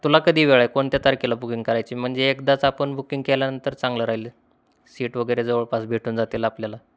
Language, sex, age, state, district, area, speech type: Marathi, male, 30-45, Maharashtra, Osmanabad, rural, spontaneous